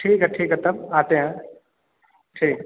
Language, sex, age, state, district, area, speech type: Hindi, male, 18-30, Uttar Pradesh, Azamgarh, rural, conversation